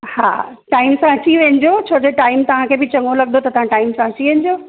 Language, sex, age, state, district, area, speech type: Sindhi, female, 30-45, Uttar Pradesh, Lucknow, urban, conversation